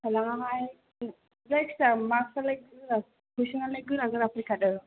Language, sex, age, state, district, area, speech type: Bodo, female, 18-30, Assam, Chirang, rural, conversation